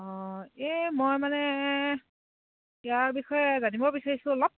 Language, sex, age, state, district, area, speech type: Assamese, female, 18-30, Assam, Sivasagar, rural, conversation